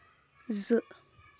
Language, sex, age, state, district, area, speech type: Kashmiri, female, 18-30, Jammu and Kashmir, Kulgam, rural, read